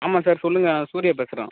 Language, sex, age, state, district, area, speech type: Tamil, male, 18-30, Tamil Nadu, Cuddalore, rural, conversation